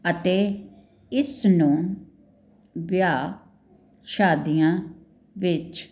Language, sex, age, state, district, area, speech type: Punjabi, female, 60+, Punjab, Jalandhar, urban, spontaneous